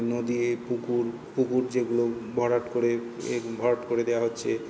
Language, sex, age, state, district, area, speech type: Bengali, male, 45-60, West Bengal, South 24 Parganas, urban, spontaneous